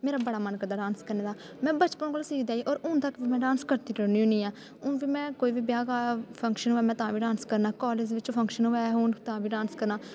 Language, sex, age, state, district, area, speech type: Dogri, female, 18-30, Jammu and Kashmir, Kathua, rural, spontaneous